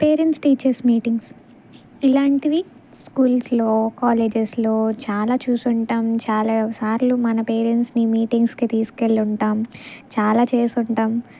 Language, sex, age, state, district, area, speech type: Telugu, female, 18-30, Andhra Pradesh, Bapatla, rural, spontaneous